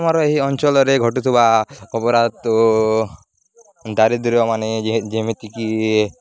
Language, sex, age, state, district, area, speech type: Odia, male, 18-30, Odisha, Nuapada, rural, spontaneous